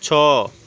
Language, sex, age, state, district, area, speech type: Odia, male, 30-45, Odisha, Balasore, rural, read